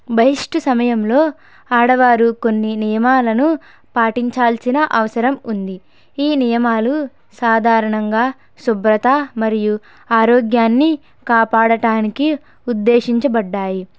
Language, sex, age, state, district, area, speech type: Telugu, female, 30-45, Andhra Pradesh, Konaseema, rural, spontaneous